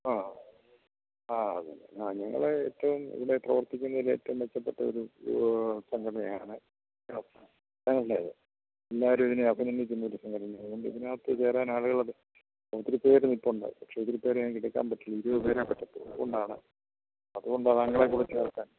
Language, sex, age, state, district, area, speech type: Malayalam, male, 60+, Kerala, Kottayam, urban, conversation